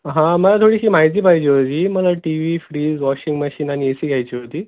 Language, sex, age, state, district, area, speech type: Marathi, male, 30-45, Maharashtra, Nanded, rural, conversation